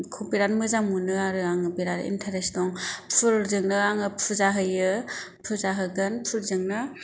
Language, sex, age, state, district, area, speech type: Bodo, female, 45-60, Assam, Kokrajhar, rural, spontaneous